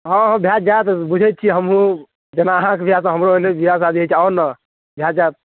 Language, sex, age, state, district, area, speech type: Maithili, male, 18-30, Bihar, Darbhanga, rural, conversation